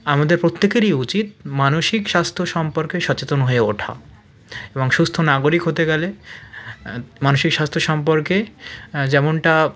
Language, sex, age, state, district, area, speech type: Bengali, male, 30-45, West Bengal, South 24 Parganas, rural, spontaneous